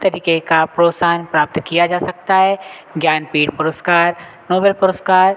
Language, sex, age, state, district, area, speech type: Hindi, male, 30-45, Madhya Pradesh, Hoshangabad, rural, spontaneous